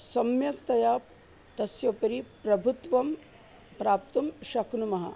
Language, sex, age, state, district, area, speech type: Sanskrit, female, 30-45, Maharashtra, Nagpur, urban, spontaneous